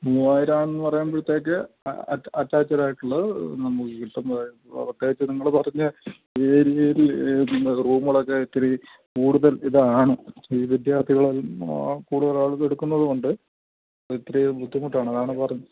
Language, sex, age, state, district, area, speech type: Malayalam, male, 30-45, Kerala, Thiruvananthapuram, urban, conversation